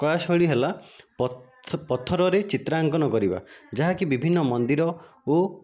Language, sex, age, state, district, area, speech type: Odia, male, 30-45, Odisha, Nayagarh, rural, spontaneous